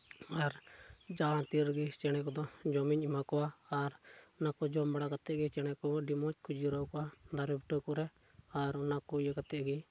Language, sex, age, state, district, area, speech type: Santali, male, 18-30, Jharkhand, Pakur, rural, spontaneous